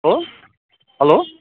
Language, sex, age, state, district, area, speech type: Nepali, male, 30-45, West Bengal, Kalimpong, rural, conversation